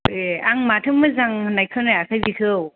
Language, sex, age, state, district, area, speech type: Bodo, female, 18-30, Assam, Kokrajhar, rural, conversation